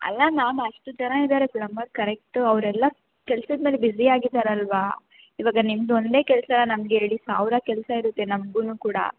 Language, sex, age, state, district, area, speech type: Kannada, female, 18-30, Karnataka, Bangalore Urban, urban, conversation